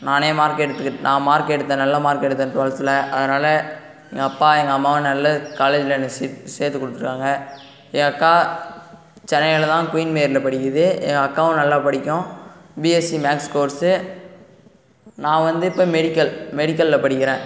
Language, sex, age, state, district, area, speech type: Tamil, male, 18-30, Tamil Nadu, Cuddalore, rural, spontaneous